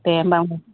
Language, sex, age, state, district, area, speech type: Bodo, female, 45-60, Assam, Udalguri, rural, conversation